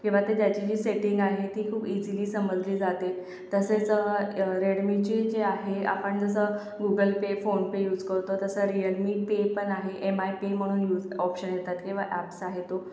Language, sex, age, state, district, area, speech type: Marathi, female, 18-30, Maharashtra, Akola, urban, spontaneous